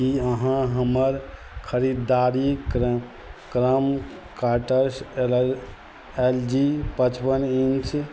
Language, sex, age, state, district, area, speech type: Maithili, male, 45-60, Bihar, Madhubani, rural, read